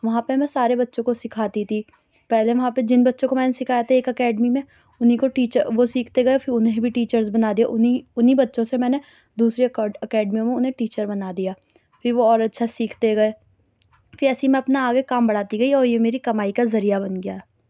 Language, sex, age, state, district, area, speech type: Urdu, female, 18-30, Delhi, South Delhi, urban, spontaneous